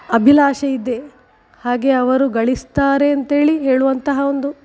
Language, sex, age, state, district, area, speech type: Kannada, female, 45-60, Karnataka, Dakshina Kannada, rural, spontaneous